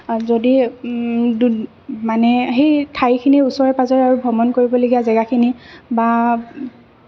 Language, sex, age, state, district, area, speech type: Assamese, female, 18-30, Assam, Kamrup Metropolitan, urban, spontaneous